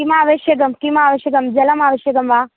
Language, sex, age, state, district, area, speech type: Sanskrit, female, 18-30, Kerala, Thrissur, rural, conversation